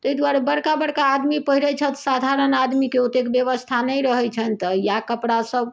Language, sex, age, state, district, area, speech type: Maithili, female, 60+, Bihar, Sitamarhi, rural, spontaneous